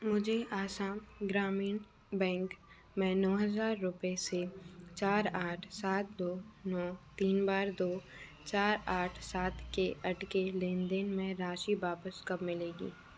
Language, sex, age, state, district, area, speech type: Hindi, female, 45-60, Madhya Pradesh, Bhopal, urban, read